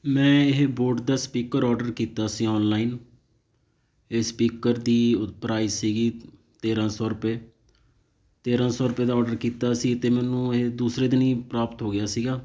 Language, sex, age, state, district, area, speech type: Punjabi, male, 30-45, Punjab, Fatehgarh Sahib, rural, spontaneous